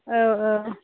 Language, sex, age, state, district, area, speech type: Bodo, female, 30-45, Assam, Udalguri, rural, conversation